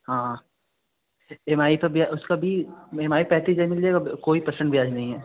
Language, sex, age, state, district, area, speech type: Hindi, male, 18-30, Uttar Pradesh, Bhadohi, urban, conversation